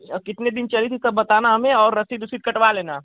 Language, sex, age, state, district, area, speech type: Hindi, male, 18-30, Uttar Pradesh, Chandauli, rural, conversation